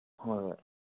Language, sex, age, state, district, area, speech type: Manipuri, male, 30-45, Manipur, Kangpokpi, urban, conversation